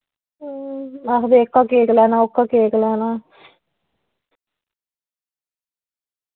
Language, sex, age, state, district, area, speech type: Dogri, female, 30-45, Jammu and Kashmir, Udhampur, rural, conversation